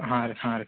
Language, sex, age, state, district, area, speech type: Kannada, male, 18-30, Karnataka, Gulbarga, urban, conversation